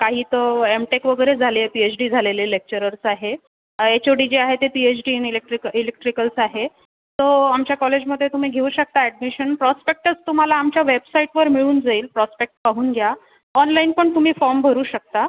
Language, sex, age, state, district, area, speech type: Marathi, female, 30-45, Maharashtra, Buldhana, rural, conversation